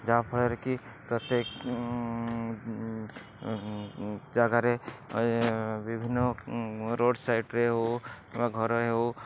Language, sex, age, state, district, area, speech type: Odia, male, 60+, Odisha, Rayagada, rural, spontaneous